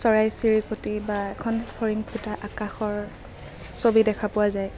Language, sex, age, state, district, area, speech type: Assamese, female, 30-45, Assam, Kamrup Metropolitan, urban, spontaneous